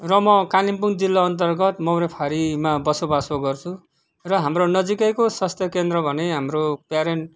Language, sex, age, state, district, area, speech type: Nepali, male, 45-60, West Bengal, Kalimpong, rural, spontaneous